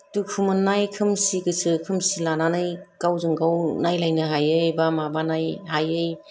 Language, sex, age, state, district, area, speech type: Bodo, female, 30-45, Assam, Kokrajhar, urban, spontaneous